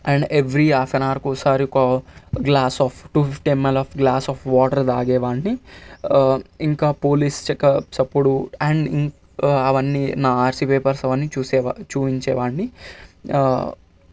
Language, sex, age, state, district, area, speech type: Telugu, male, 18-30, Telangana, Vikarabad, urban, spontaneous